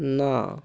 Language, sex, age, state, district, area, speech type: Bengali, male, 45-60, West Bengal, Bankura, urban, read